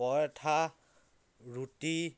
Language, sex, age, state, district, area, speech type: Assamese, male, 30-45, Assam, Dhemaji, rural, spontaneous